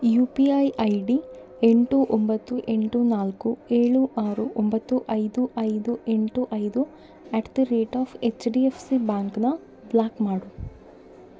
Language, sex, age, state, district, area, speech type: Kannada, female, 30-45, Karnataka, Davanagere, rural, read